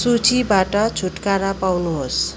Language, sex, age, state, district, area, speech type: Nepali, female, 30-45, West Bengal, Kalimpong, rural, read